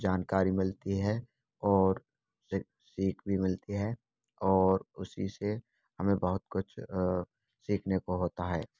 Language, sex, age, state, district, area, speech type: Hindi, male, 18-30, Rajasthan, Bharatpur, rural, spontaneous